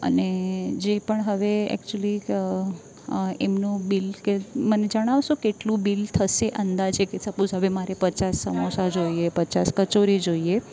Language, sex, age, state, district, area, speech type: Gujarati, female, 30-45, Gujarat, Valsad, urban, spontaneous